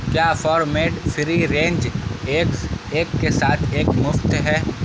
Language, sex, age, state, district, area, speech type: Urdu, male, 18-30, Bihar, Saharsa, rural, read